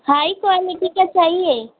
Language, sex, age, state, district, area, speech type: Hindi, female, 18-30, Uttar Pradesh, Azamgarh, rural, conversation